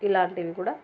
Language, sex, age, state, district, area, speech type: Telugu, female, 30-45, Telangana, Warangal, rural, spontaneous